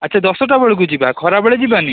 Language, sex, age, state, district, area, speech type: Odia, male, 18-30, Odisha, Cuttack, urban, conversation